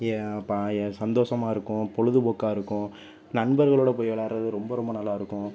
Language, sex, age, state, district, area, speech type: Tamil, male, 18-30, Tamil Nadu, Pudukkottai, rural, spontaneous